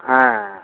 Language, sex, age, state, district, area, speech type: Tamil, male, 60+, Tamil Nadu, Pudukkottai, rural, conversation